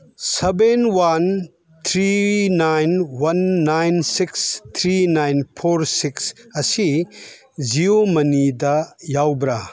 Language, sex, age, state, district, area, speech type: Manipuri, male, 60+, Manipur, Chandel, rural, read